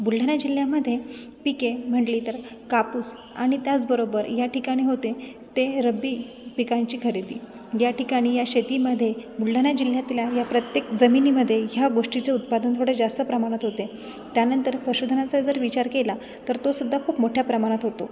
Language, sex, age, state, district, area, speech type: Marathi, female, 18-30, Maharashtra, Buldhana, urban, spontaneous